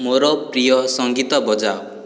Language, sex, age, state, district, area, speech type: Odia, male, 30-45, Odisha, Puri, urban, read